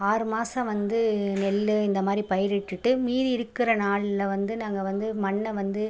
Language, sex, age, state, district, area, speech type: Tamil, female, 30-45, Tamil Nadu, Pudukkottai, rural, spontaneous